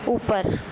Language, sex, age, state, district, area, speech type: Hindi, female, 18-30, Madhya Pradesh, Harda, rural, read